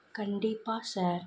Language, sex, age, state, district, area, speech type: Tamil, female, 18-30, Tamil Nadu, Kanchipuram, urban, read